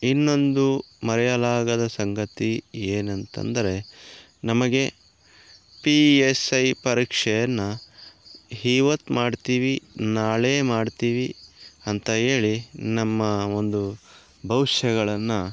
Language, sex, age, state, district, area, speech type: Kannada, male, 30-45, Karnataka, Kolar, rural, spontaneous